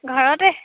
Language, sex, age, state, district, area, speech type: Assamese, female, 18-30, Assam, Lakhimpur, rural, conversation